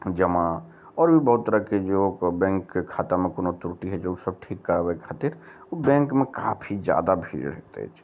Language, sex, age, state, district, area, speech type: Maithili, male, 45-60, Bihar, Araria, rural, spontaneous